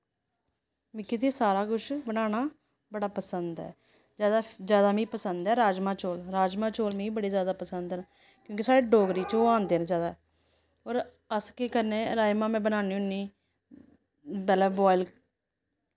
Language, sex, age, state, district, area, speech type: Dogri, female, 30-45, Jammu and Kashmir, Samba, rural, spontaneous